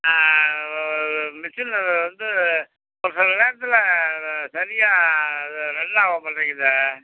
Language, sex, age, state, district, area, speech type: Tamil, male, 60+, Tamil Nadu, Tiruchirappalli, rural, conversation